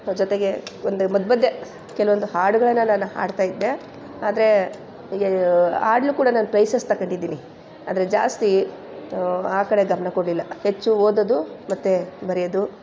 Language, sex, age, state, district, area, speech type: Kannada, female, 45-60, Karnataka, Chamarajanagar, rural, spontaneous